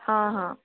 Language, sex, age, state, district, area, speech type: Odia, female, 30-45, Odisha, Bhadrak, rural, conversation